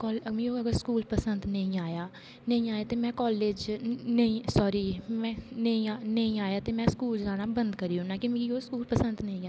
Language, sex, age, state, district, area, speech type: Dogri, female, 18-30, Jammu and Kashmir, Kathua, rural, spontaneous